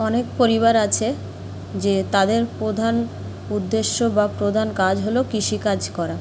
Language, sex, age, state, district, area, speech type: Bengali, female, 30-45, West Bengal, Jhargram, rural, spontaneous